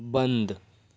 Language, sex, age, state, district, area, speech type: Maithili, male, 18-30, Bihar, Darbhanga, urban, read